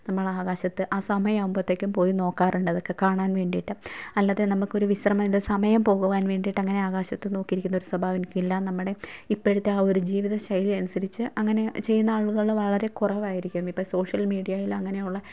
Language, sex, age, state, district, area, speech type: Malayalam, female, 30-45, Kerala, Ernakulam, rural, spontaneous